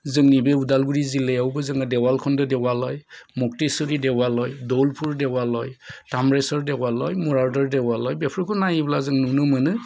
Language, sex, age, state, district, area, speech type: Bodo, male, 45-60, Assam, Udalguri, urban, spontaneous